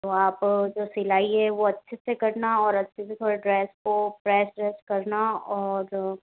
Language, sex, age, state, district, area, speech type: Hindi, female, 30-45, Rajasthan, Jodhpur, urban, conversation